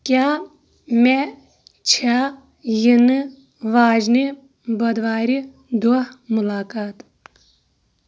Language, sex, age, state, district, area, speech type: Kashmiri, female, 30-45, Jammu and Kashmir, Shopian, rural, read